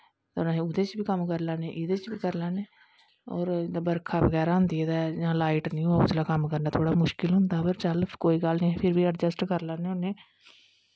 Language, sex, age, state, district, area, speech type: Dogri, female, 30-45, Jammu and Kashmir, Kathua, rural, spontaneous